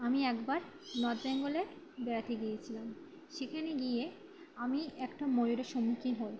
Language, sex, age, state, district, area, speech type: Bengali, female, 30-45, West Bengal, Birbhum, urban, spontaneous